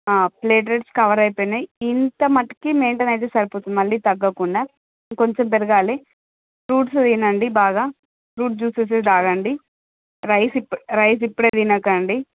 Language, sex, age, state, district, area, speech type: Telugu, female, 18-30, Andhra Pradesh, Srikakulam, urban, conversation